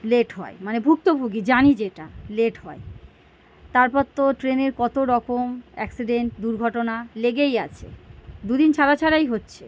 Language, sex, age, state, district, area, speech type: Bengali, female, 30-45, West Bengal, North 24 Parganas, urban, spontaneous